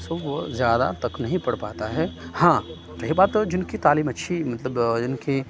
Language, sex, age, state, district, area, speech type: Urdu, male, 30-45, Uttar Pradesh, Aligarh, rural, spontaneous